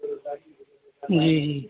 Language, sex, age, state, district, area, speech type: Urdu, male, 45-60, Uttar Pradesh, Rampur, urban, conversation